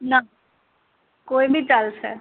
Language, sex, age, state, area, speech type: Gujarati, female, 18-30, Gujarat, urban, conversation